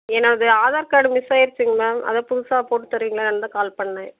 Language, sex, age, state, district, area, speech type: Tamil, female, 30-45, Tamil Nadu, Namakkal, rural, conversation